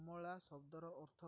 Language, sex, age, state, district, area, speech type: Odia, male, 18-30, Odisha, Ganjam, urban, read